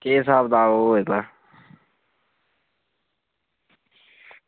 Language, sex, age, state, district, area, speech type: Dogri, male, 18-30, Jammu and Kashmir, Reasi, rural, conversation